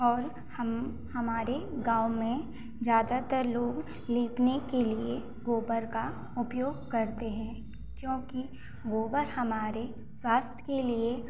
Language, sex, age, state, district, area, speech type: Hindi, female, 18-30, Madhya Pradesh, Hoshangabad, rural, spontaneous